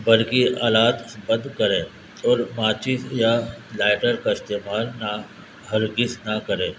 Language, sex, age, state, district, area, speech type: Urdu, male, 60+, Delhi, Central Delhi, urban, spontaneous